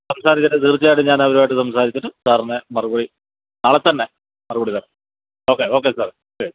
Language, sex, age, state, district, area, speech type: Malayalam, male, 45-60, Kerala, Alappuzha, urban, conversation